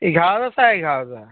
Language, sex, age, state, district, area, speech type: Assamese, male, 30-45, Assam, Golaghat, urban, conversation